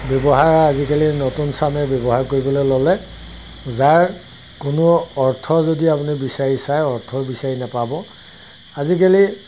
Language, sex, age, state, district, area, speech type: Assamese, male, 60+, Assam, Golaghat, rural, spontaneous